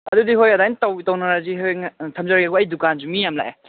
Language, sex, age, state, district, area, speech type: Manipuri, male, 18-30, Manipur, Kangpokpi, urban, conversation